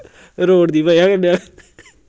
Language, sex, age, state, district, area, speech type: Dogri, male, 18-30, Jammu and Kashmir, Samba, rural, spontaneous